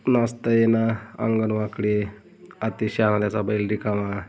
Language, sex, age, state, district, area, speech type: Marathi, male, 30-45, Maharashtra, Beed, rural, spontaneous